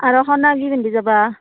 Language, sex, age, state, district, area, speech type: Assamese, female, 18-30, Assam, Barpeta, rural, conversation